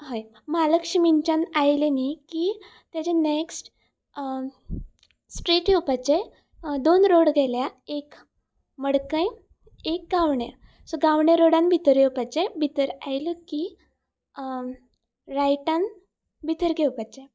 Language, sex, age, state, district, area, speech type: Goan Konkani, female, 18-30, Goa, Ponda, rural, spontaneous